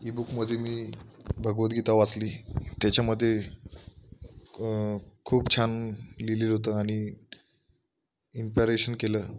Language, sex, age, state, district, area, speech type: Marathi, male, 18-30, Maharashtra, Buldhana, rural, spontaneous